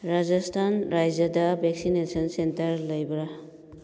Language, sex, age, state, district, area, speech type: Manipuri, female, 45-60, Manipur, Kakching, rural, read